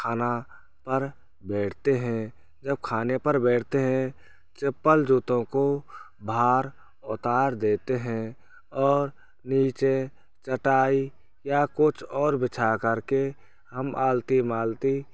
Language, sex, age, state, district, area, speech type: Hindi, male, 30-45, Rajasthan, Bharatpur, rural, spontaneous